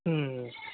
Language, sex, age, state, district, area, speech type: Tamil, male, 18-30, Tamil Nadu, Krishnagiri, rural, conversation